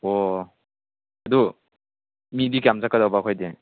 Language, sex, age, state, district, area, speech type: Manipuri, male, 30-45, Manipur, Chandel, rural, conversation